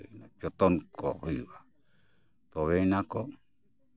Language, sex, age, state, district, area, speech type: Santali, male, 60+, West Bengal, Bankura, rural, spontaneous